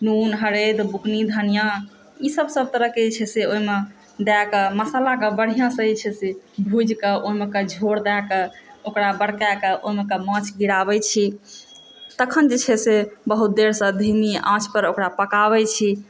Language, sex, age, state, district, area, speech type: Maithili, female, 30-45, Bihar, Supaul, urban, spontaneous